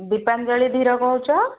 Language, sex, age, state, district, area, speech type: Odia, female, 60+, Odisha, Jharsuguda, rural, conversation